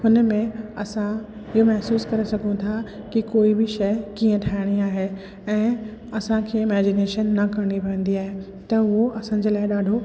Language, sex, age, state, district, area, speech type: Sindhi, female, 45-60, Uttar Pradesh, Lucknow, urban, spontaneous